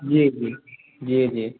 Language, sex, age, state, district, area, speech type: Maithili, male, 18-30, Bihar, Darbhanga, rural, conversation